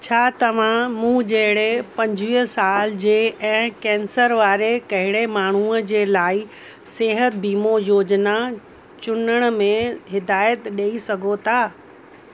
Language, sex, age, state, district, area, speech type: Sindhi, female, 30-45, Uttar Pradesh, Lucknow, urban, read